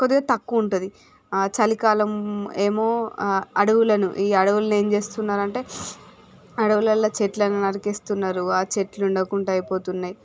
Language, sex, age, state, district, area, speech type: Telugu, female, 18-30, Andhra Pradesh, Srikakulam, urban, spontaneous